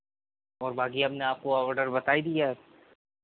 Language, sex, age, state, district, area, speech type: Hindi, male, 18-30, Madhya Pradesh, Narsinghpur, rural, conversation